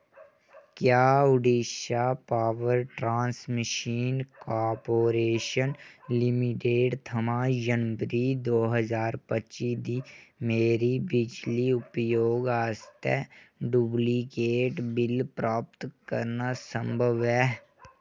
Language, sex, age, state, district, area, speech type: Dogri, male, 18-30, Jammu and Kashmir, Kathua, rural, read